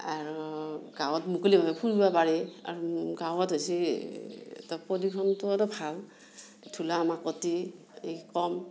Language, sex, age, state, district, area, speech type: Assamese, female, 60+, Assam, Darrang, rural, spontaneous